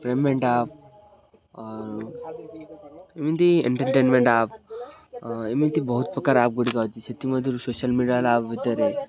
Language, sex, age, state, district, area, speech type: Odia, male, 18-30, Odisha, Kendrapara, urban, spontaneous